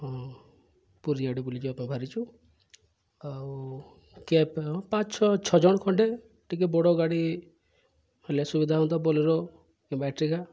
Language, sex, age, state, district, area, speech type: Odia, male, 18-30, Odisha, Subarnapur, urban, spontaneous